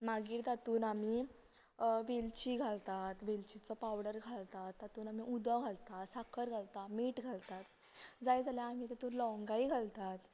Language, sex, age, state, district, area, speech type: Goan Konkani, female, 18-30, Goa, Canacona, rural, spontaneous